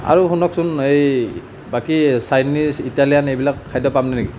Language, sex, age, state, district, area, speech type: Assamese, male, 18-30, Assam, Nalbari, rural, spontaneous